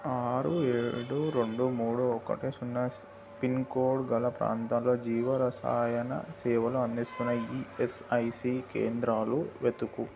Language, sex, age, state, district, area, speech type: Telugu, male, 30-45, Telangana, Vikarabad, urban, read